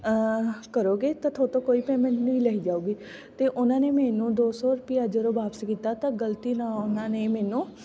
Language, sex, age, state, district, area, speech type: Punjabi, female, 18-30, Punjab, Fatehgarh Sahib, rural, spontaneous